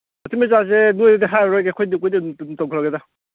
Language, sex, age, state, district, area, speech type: Manipuri, male, 45-60, Manipur, Kangpokpi, urban, conversation